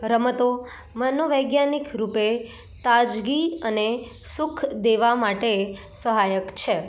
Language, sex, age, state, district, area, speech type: Gujarati, female, 18-30, Gujarat, Anand, urban, spontaneous